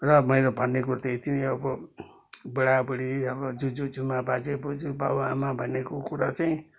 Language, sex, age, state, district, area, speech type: Nepali, male, 60+, West Bengal, Kalimpong, rural, spontaneous